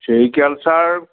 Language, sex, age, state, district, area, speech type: Assamese, male, 60+, Assam, Sivasagar, rural, conversation